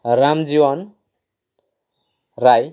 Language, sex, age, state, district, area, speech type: Nepali, male, 45-60, West Bengal, Kalimpong, rural, spontaneous